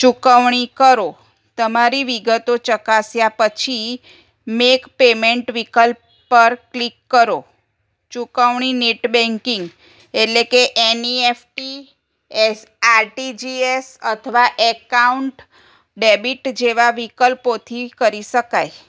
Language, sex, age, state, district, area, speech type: Gujarati, female, 45-60, Gujarat, Kheda, rural, spontaneous